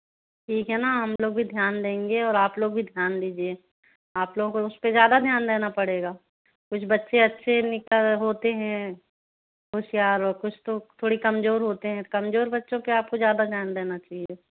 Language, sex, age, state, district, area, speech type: Hindi, female, 45-60, Madhya Pradesh, Balaghat, rural, conversation